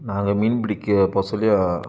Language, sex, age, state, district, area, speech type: Tamil, male, 45-60, Tamil Nadu, Sivaganga, rural, spontaneous